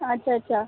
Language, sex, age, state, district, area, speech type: Marathi, female, 18-30, Maharashtra, Buldhana, urban, conversation